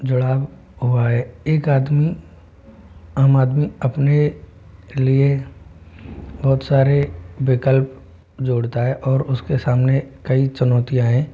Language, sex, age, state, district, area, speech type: Hindi, male, 45-60, Rajasthan, Jodhpur, urban, spontaneous